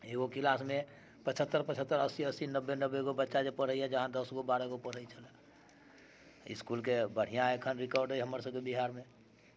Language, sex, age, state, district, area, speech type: Maithili, male, 45-60, Bihar, Muzaffarpur, urban, spontaneous